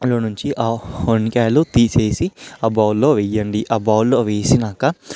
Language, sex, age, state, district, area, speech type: Telugu, male, 18-30, Telangana, Vikarabad, urban, spontaneous